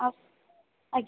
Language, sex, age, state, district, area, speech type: Odia, female, 18-30, Odisha, Rayagada, rural, conversation